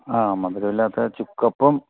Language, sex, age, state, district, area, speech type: Malayalam, male, 45-60, Kerala, Idukki, rural, conversation